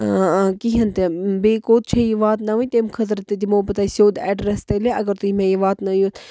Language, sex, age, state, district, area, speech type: Kashmiri, female, 30-45, Jammu and Kashmir, Budgam, rural, spontaneous